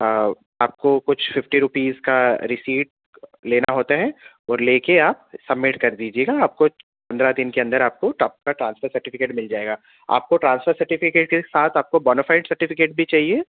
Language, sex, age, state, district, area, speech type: Urdu, male, 30-45, Uttar Pradesh, Gautam Buddha Nagar, rural, conversation